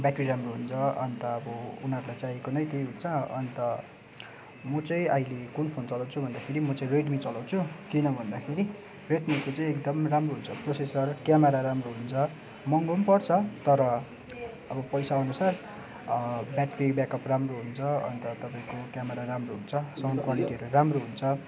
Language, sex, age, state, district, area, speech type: Nepali, male, 18-30, West Bengal, Darjeeling, rural, spontaneous